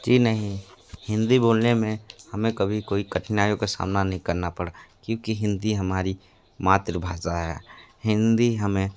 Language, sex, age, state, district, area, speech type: Hindi, male, 18-30, Uttar Pradesh, Sonbhadra, rural, spontaneous